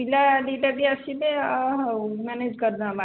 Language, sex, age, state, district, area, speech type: Odia, female, 30-45, Odisha, Khordha, rural, conversation